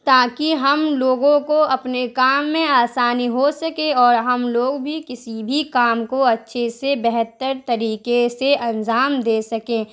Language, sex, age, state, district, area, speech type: Urdu, female, 30-45, Bihar, Darbhanga, rural, spontaneous